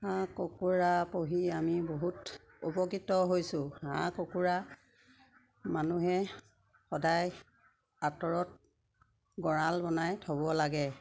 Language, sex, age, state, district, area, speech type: Assamese, female, 60+, Assam, Sivasagar, rural, spontaneous